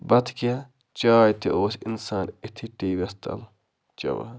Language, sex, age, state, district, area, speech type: Kashmiri, male, 30-45, Jammu and Kashmir, Budgam, rural, spontaneous